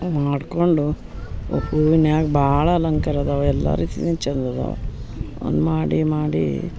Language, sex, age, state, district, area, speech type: Kannada, female, 60+, Karnataka, Dharwad, rural, spontaneous